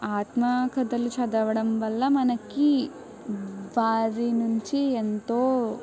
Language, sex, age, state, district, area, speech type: Telugu, female, 18-30, Andhra Pradesh, Kakinada, rural, spontaneous